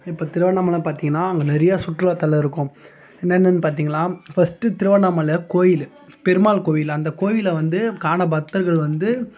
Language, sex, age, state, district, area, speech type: Tamil, male, 18-30, Tamil Nadu, Tiruvannamalai, rural, spontaneous